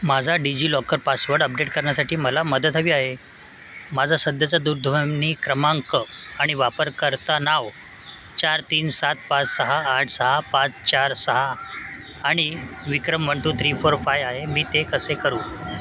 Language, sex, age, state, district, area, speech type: Marathi, male, 30-45, Maharashtra, Mumbai Suburban, urban, read